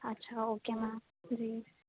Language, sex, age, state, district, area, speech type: Urdu, female, 30-45, Uttar Pradesh, Aligarh, urban, conversation